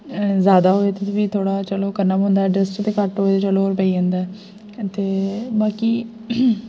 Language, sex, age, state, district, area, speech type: Dogri, female, 18-30, Jammu and Kashmir, Jammu, rural, spontaneous